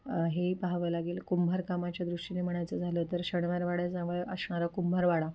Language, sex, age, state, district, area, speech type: Marathi, female, 30-45, Maharashtra, Pune, urban, spontaneous